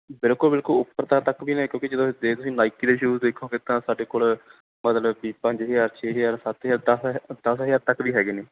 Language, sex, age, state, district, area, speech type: Punjabi, male, 18-30, Punjab, Barnala, rural, conversation